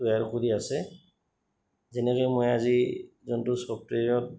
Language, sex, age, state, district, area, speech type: Assamese, male, 30-45, Assam, Goalpara, urban, spontaneous